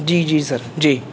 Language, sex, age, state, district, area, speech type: Urdu, male, 18-30, Uttar Pradesh, Muzaffarnagar, urban, spontaneous